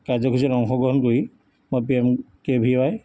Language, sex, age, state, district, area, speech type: Assamese, male, 45-60, Assam, Jorhat, urban, spontaneous